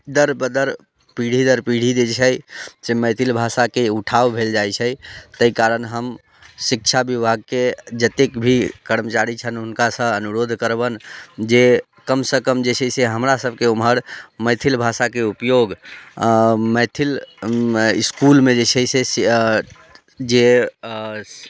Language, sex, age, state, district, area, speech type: Maithili, male, 30-45, Bihar, Muzaffarpur, rural, spontaneous